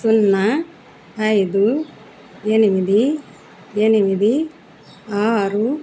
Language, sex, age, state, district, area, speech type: Telugu, female, 60+, Andhra Pradesh, Annamaya, urban, spontaneous